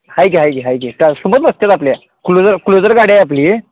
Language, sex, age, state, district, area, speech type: Marathi, male, 30-45, Maharashtra, Sangli, urban, conversation